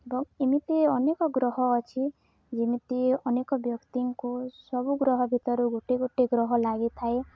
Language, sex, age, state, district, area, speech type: Odia, female, 18-30, Odisha, Balangir, urban, spontaneous